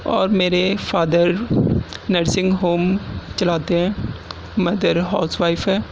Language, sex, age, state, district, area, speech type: Urdu, male, 18-30, Delhi, South Delhi, urban, spontaneous